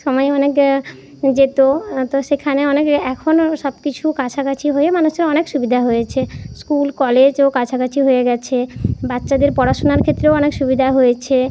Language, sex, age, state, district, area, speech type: Bengali, female, 30-45, West Bengal, Jhargram, rural, spontaneous